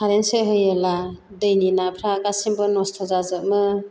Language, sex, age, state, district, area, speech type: Bodo, female, 60+, Assam, Chirang, rural, spontaneous